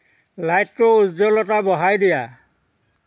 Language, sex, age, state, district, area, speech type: Assamese, male, 60+, Assam, Dhemaji, rural, read